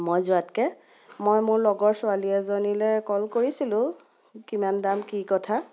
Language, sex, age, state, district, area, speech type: Assamese, female, 30-45, Assam, Biswanath, rural, spontaneous